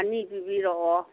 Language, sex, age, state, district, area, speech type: Manipuri, female, 60+, Manipur, Kangpokpi, urban, conversation